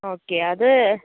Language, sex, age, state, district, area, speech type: Malayalam, female, 60+, Kerala, Wayanad, rural, conversation